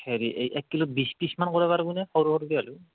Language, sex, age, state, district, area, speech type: Assamese, male, 18-30, Assam, Darrang, rural, conversation